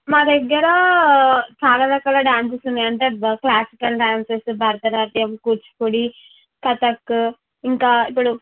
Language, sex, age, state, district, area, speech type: Telugu, female, 18-30, Telangana, Mahbubnagar, urban, conversation